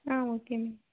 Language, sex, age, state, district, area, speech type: Tamil, female, 18-30, Tamil Nadu, Namakkal, rural, conversation